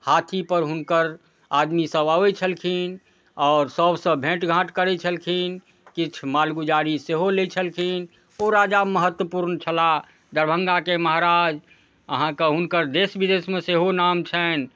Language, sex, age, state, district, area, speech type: Maithili, male, 45-60, Bihar, Darbhanga, rural, spontaneous